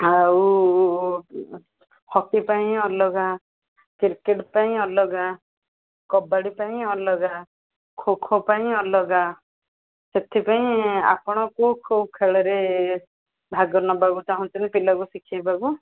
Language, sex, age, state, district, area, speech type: Odia, female, 30-45, Odisha, Ganjam, urban, conversation